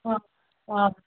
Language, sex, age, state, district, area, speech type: Odia, female, 60+, Odisha, Gajapati, rural, conversation